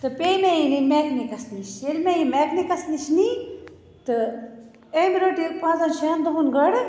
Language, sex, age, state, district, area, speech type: Kashmiri, female, 30-45, Jammu and Kashmir, Baramulla, rural, spontaneous